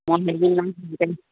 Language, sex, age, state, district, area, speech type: Assamese, female, 60+, Assam, Dibrugarh, rural, conversation